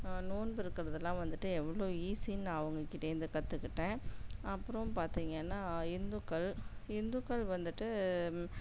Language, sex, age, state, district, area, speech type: Tamil, female, 30-45, Tamil Nadu, Tiruchirappalli, rural, spontaneous